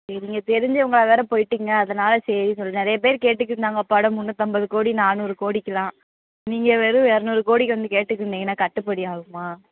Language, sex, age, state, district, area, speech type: Tamil, female, 18-30, Tamil Nadu, Madurai, urban, conversation